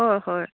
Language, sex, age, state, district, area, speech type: Assamese, female, 60+, Assam, Dibrugarh, rural, conversation